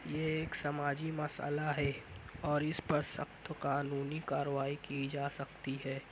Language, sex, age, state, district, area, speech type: Urdu, male, 18-30, Maharashtra, Nashik, urban, spontaneous